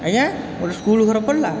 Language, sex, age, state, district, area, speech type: Odia, male, 30-45, Odisha, Puri, urban, spontaneous